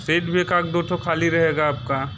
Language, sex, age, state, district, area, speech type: Hindi, male, 30-45, Uttar Pradesh, Mirzapur, rural, spontaneous